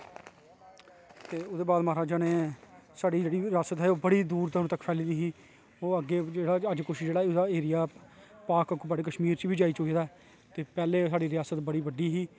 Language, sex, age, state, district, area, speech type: Dogri, male, 30-45, Jammu and Kashmir, Kathua, urban, spontaneous